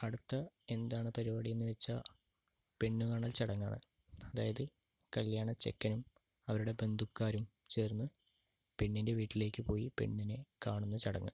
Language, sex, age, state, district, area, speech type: Malayalam, male, 30-45, Kerala, Palakkad, rural, spontaneous